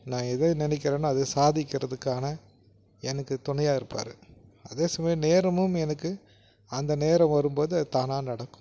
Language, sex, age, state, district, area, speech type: Tamil, male, 45-60, Tamil Nadu, Krishnagiri, rural, spontaneous